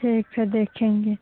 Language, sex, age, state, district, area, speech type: Hindi, female, 18-30, Bihar, Muzaffarpur, rural, conversation